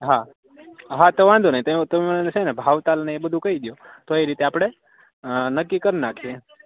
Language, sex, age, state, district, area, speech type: Gujarati, male, 30-45, Gujarat, Rajkot, rural, conversation